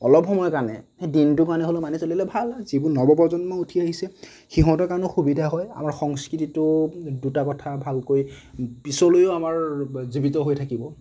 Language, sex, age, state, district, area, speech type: Assamese, male, 60+, Assam, Nagaon, rural, spontaneous